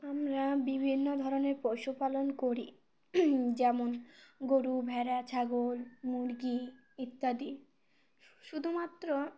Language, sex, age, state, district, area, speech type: Bengali, female, 18-30, West Bengal, Birbhum, urban, spontaneous